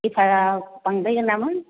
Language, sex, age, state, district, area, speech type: Bodo, female, 45-60, Assam, Chirang, rural, conversation